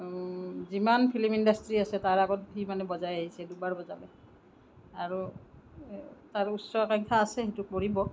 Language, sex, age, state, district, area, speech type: Assamese, female, 45-60, Assam, Kamrup Metropolitan, urban, spontaneous